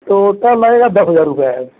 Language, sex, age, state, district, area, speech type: Hindi, male, 30-45, Uttar Pradesh, Mau, urban, conversation